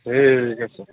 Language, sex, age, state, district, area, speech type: Assamese, male, 30-45, Assam, Nagaon, rural, conversation